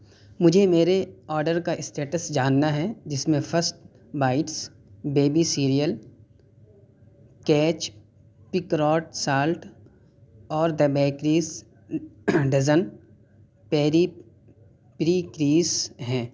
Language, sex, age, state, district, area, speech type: Urdu, male, 18-30, Delhi, South Delhi, urban, read